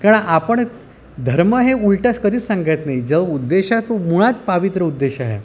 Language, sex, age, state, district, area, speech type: Marathi, male, 30-45, Maharashtra, Yavatmal, urban, spontaneous